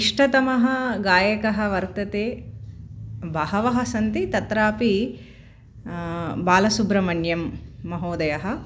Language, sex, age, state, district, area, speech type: Sanskrit, female, 45-60, Telangana, Bhadradri Kothagudem, urban, spontaneous